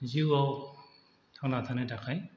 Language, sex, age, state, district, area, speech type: Bodo, male, 30-45, Assam, Chirang, rural, spontaneous